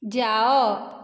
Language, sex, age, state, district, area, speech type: Odia, female, 45-60, Odisha, Dhenkanal, rural, read